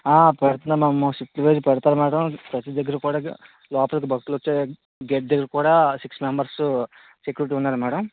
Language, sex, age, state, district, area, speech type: Telugu, male, 30-45, Andhra Pradesh, Vizianagaram, urban, conversation